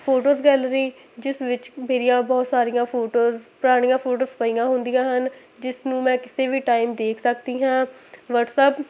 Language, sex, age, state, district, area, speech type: Punjabi, female, 18-30, Punjab, Hoshiarpur, rural, spontaneous